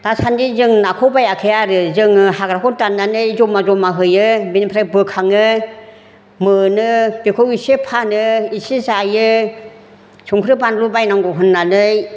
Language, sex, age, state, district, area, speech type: Bodo, female, 60+, Assam, Chirang, urban, spontaneous